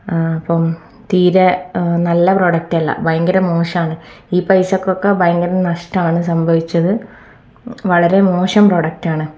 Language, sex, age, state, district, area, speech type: Malayalam, female, 18-30, Kerala, Kannur, rural, spontaneous